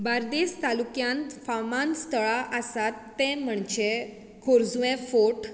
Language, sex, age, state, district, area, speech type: Goan Konkani, female, 18-30, Goa, Bardez, urban, spontaneous